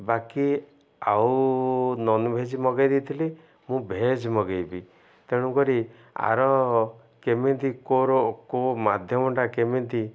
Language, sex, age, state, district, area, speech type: Odia, male, 60+, Odisha, Ganjam, urban, spontaneous